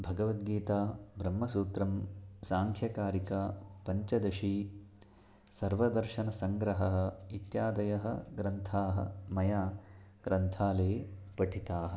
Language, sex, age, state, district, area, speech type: Sanskrit, male, 30-45, Karnataka, Chikkamagaluru, rural, spontaneous